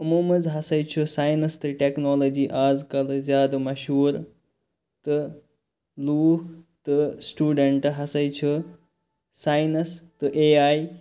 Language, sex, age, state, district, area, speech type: Kashmiri, male, 30-45, Jammu and Kashmir, Kupwara, rural, spontaneous